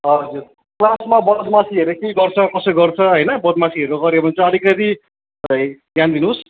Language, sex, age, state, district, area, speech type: Nepali, male, 30-45, West Bengal, Darjeeling, rural, conversation